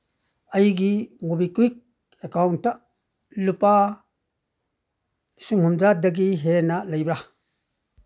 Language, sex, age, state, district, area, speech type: Manipuri, male, 60+, Manipur, Churachandpur, rural, read